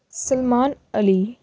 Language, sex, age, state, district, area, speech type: Punjabi, female, 18-30, Punjab, Hoshiarpur, rural, spontaneous